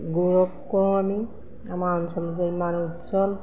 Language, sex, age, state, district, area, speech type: Assamese, female, 45-60, Assam, Golaghat, urban, spontaneous